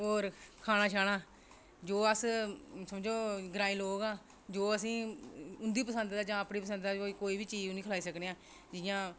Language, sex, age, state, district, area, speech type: Dogri, female, 45-60, Jammu and Kashmir, Reasi, rural, spontaneous